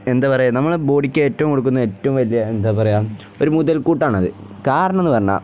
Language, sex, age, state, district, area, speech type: Malayalam, male, 18-30, Kerala, Kozhikode, rural, spontaneous